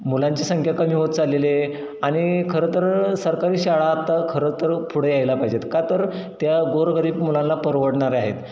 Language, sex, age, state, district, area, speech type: Marathi, male, 30-45, Maharashtra, Satara, rural, spontaneous